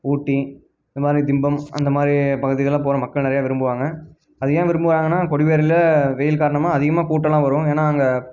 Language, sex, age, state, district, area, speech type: Tamil, male, 18-30, Tamil Nadu, Erode, rural, spontaneous